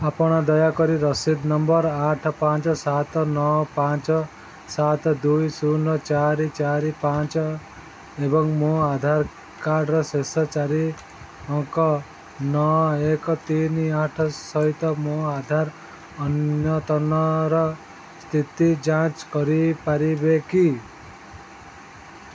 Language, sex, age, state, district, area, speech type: Odia, male, 30-45, Odisha, Sundergarh, urban, read